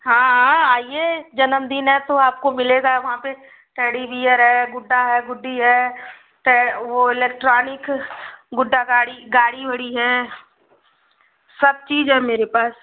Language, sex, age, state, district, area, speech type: Hindi, female, 30-45, Uttar Pradesh, Azamgarh, rural, conversation